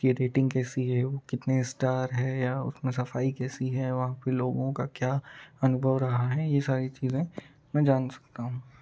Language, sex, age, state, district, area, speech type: Hindi, male, 30-45, Madhya Pradesh, Balaghat, rural, spontaneous